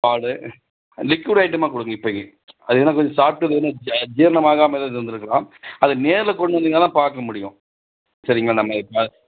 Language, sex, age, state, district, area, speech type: Tamil, male, 45-60, Tamil Nadu, Dharmapuri, urban, conversation